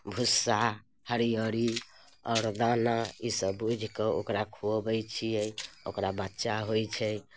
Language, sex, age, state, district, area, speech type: Maithili, female, 30-45, Bihar, Muzaffarpur, urban, spontaneous